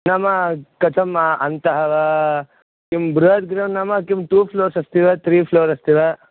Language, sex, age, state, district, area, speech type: Sanskrit, male, 18-30, Karnataka, Davanagere, rural, conversation